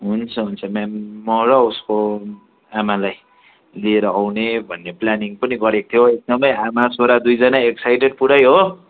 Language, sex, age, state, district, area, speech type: Nepali, male, 30-45, West Bengal, Darjeeling, rural, conversation